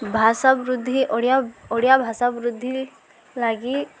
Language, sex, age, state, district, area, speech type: Odia, female, 18-30, Odisha, Subarnapur, urban, spontaneous